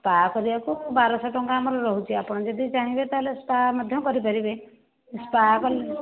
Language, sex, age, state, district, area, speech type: Odia, female, 60+, Odisha, Jajpur, rural, conversation